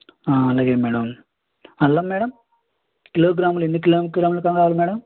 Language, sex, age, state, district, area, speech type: Telugu, male, 18-30, Andhra Pradesh, East Godavari, rural, conversation